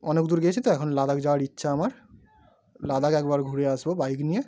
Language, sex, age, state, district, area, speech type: Bengali, male, 18-30, West Bengal, Howrah, urban, spontaneous